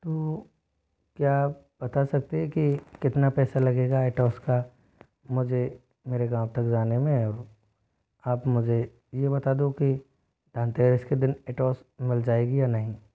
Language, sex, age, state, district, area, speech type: Hindi, male, 18-30, Rajasthan, Jodhpur, rural, spontaneous